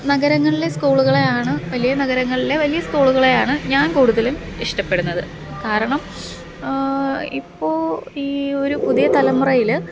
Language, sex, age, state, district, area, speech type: Malayalam, female, 30-45, Kerala, Pathanamthitta, rural, spontaneous